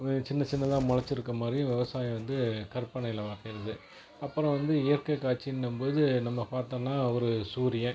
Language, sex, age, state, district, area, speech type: Tamil, male, 30-45, Tamil Nadu, Tiruchirappalli, rural, spontaneous